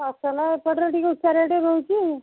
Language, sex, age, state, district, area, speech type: Odia, female, 30-45, Odisha, Kendujhar, urban, conversation